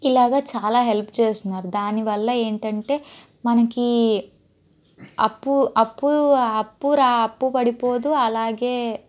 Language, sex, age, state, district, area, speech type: Telugu, female, 30-45, Andhra Pradesh, Guntur, urban, spontaneous